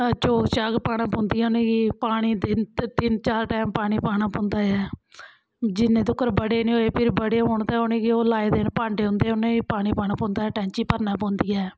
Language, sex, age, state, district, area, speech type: Dogri, female, 30-45, Jammu and Kashmir, Kathua, rural, spontaneous